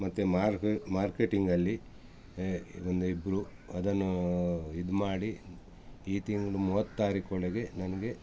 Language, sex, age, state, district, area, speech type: Kannada, male, 60+, Karnataka, Udupi, rural, spontaneous